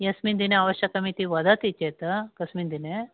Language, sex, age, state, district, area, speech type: Sanskrit, female, 60+, Karnataka, Uttara Kannada, urban, conversation